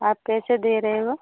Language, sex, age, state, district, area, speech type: Hindi, female, 45-60, Uttar Pradesh, Pratapgarh, rural, conversation